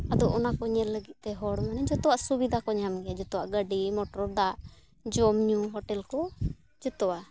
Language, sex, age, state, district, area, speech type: Santali, female, 30-45, Jharkhand, Bokaro, rural, spontaneous